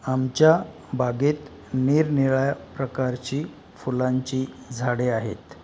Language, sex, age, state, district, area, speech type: Marathi, male, 45-60, Maharashtra, Palghar, rural, spontaneous